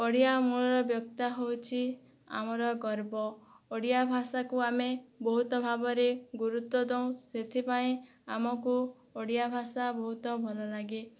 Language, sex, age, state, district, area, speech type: Odia, female, 18-30, Odisha, Boudh, rural, spontaneous